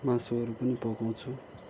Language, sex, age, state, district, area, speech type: Nepali, male, 45-60, West Bengal, Kalimpong, rural, spontaneous